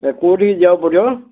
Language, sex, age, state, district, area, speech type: Odia, male, 60+, Odisha, Gajapati, rural, conversation